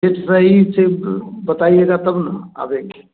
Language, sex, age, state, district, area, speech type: Hindi, male, 60+, Bihar, Samastipur, urban, conversation